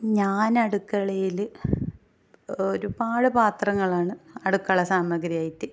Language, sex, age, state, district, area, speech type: Malayalam, female, 45-60, Kerala, Kasaragod, rural, spontaneous